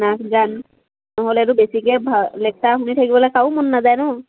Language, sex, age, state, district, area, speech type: Assamese, female, 45-60, Assam, Lakhimpur, rural, conversation